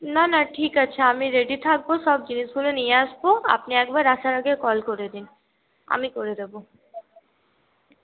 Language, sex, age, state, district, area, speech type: Bengali, female, 30-45, West Bengal, Paschim Bardhaman, urban, conversation